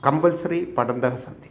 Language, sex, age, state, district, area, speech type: Sanskrit, male, 45-60, Kerala, Thrissur, urban, spontaneous